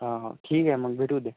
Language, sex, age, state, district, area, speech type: Marathi, male, 30-45, Maharashtra, Yavatmal, rural, conversation